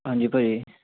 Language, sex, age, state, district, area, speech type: Punjabi, male, 30-45, Punjab, Amritsar, urban, conversation